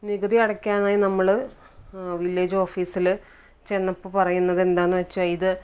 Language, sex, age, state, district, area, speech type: Malayalam, female, 30-45, Kerala, Kannur, rural, spontaneous